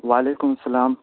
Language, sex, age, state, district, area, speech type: Urdu, male, 30-45, Bihar, Supaul, urban, conversation